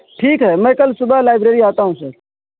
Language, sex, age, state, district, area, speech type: Urdu, male, 18-30, Delhi, New Delhi, rural, conversation